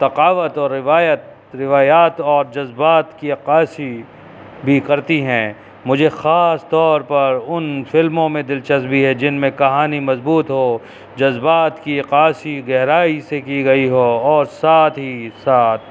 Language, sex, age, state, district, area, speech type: Urdu, male, 30-45, Uttar Pradesh, Rampur, urban, spontaneous